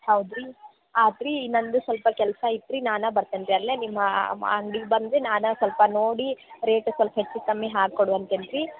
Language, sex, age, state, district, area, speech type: Kannada, female, 18-30, Karnataka, Gadag, urban, conversation